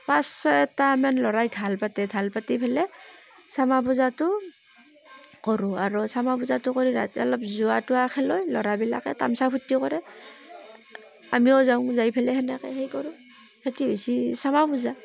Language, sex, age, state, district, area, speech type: Assamese, female, 30-45, Assam, Barpeta, rural, spontaneous